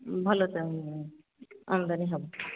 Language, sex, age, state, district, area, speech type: Odia, female, 45-60, Odisha, Sambalpur, rural, conversation